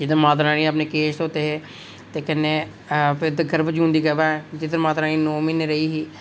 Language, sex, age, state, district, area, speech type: Dogri, male, 18-30, Jammu and Kashmir, Reasi, rural, spontaneous